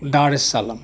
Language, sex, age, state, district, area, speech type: Assamese, male, 60+, Assam, Lakhimpur, rural, spontaneous